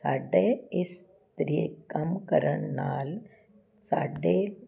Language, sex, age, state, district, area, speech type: Punjabi, female, 60+, Punjab, Jalandhar, urban, spontaneous